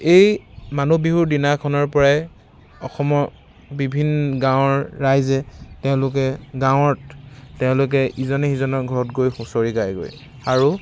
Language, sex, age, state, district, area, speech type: Assamese, male, 18-30, Assam, Charaideo, urban, spontaneous